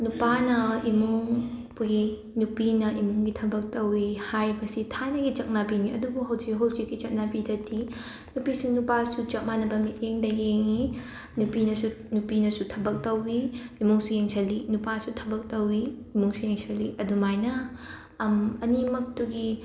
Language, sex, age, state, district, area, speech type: Manipuri, female, 45-60, Manipur, Imphal West, urban, spontaneous